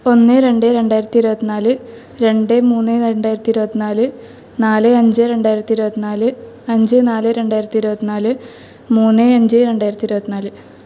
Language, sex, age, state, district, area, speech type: Malayalam, female, 18-30, Kerala, Thrissur, rural, spontaneous